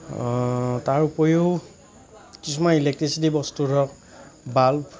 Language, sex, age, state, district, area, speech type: Assamese, male, 45-60, Assam, Lakhimpur, rural, spontaneous